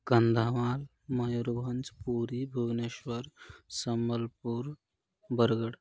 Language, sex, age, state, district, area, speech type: Sanskrit, male, 18-30, Odisha, Kandhamal, urban, spontaneous